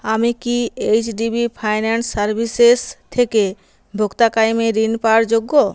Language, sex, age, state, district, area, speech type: Bengali, female, 45-60, West Bengal, Nadia, rural, read